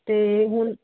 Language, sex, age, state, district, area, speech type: Punjabi, female, 30-45, Punjab, Ludhiana, urban, conversation